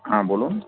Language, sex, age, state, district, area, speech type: Bengali, male, 30-45, West Bengal, Darjeeling, rural, conversation